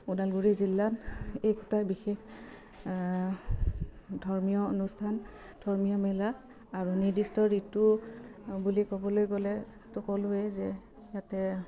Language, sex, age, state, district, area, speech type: Assamese, female, 30-45, Assam, Udalguri, rural, spontaneous